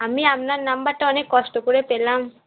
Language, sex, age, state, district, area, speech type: Bengali, female, 18-30, West Bengal, Cooch Behar, urban, conversation